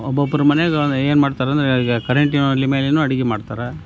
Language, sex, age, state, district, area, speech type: Kannada, male, 60+, Karnataka, Koppal, rural, spontaneous